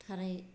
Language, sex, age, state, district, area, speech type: Bodo, female, 45-60, Assam, Kokrajhar, rural, spontaneous